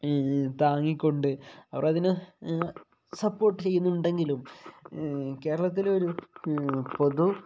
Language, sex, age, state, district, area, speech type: Malayalam, male, 30-45, Kerala, Kozhikode, rural, spontaneous